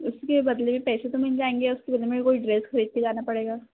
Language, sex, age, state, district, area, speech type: Hindi, female, 30-45, Madhya Pradesh, Harda, urban, conversation